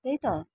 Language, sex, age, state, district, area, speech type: Nepali, female, 60+, West Bengal, Alipurduar, urban, spontaneous